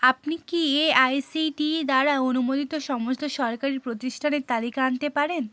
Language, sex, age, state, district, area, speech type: Bengali, female, 45-60, West Bengal, South 24 Parganas, rural, read